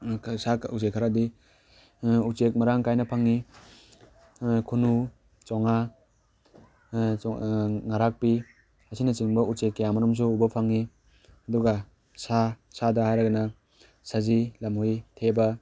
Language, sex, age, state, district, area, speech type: Manipuri, male, 18-30, Manipur, Tengnoupal, rural, spontaneous